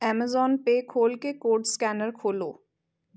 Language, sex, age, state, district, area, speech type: Punjabi, female, 30-45, Punjab, Amritsar, urban, read